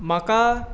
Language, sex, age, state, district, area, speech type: Goan Konkani, male, 18-30, Goa, Tiswadi, rural, spontaneous